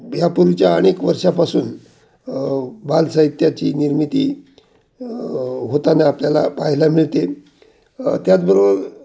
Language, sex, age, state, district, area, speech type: Marathi, male, 60+, Maharashtra, Ahmednagar, urban, spontaneous